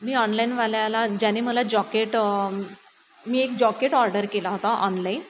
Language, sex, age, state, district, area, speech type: Marathi, female, 30-45, Maharashtra, Nagpur, rural, spontaneous